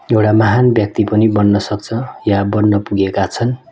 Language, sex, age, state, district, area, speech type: Nepali, male, 30-45, West Bengal, Darjeeling, rural, spontaneous